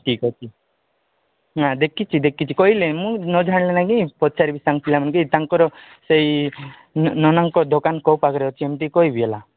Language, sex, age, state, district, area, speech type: Odia, male, 30-45, Odisha, Nabarangpur, urban, conversation